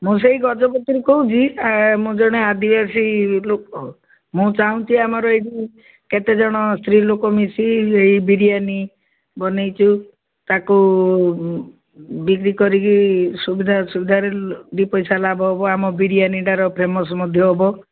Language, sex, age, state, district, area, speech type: Odia, female, 60+, Odisha, Gajapati, rural, conversation